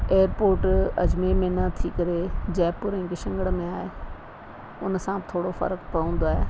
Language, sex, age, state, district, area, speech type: Sindhi, female, 60+, Rajasthan, Ajmer, urban, spontaneous